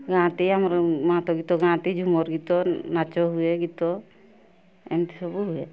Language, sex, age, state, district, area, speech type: Odia, female, 45-60, Odisha, Mayurbhanj, rural, spontaneous